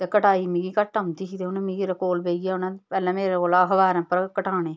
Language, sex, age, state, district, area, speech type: Dogri, female, 45-60, Jammu and Kashmir, Samba, rural, spontaneous